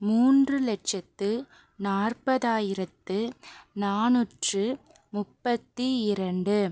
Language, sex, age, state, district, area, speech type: Tamil, female, 18-30, Tamil Nadu, Pudukkottai, rural, spontaneous